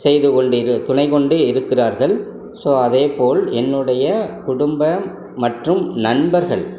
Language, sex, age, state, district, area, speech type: Tamil, male, 60+, Tamil Nadu, Ariyalur, rural, spontaneous